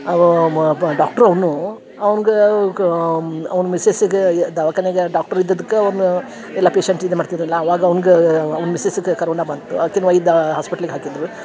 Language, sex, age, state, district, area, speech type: Kannada, female, 60+, Karnataka, Dharwad, rural, spontaneous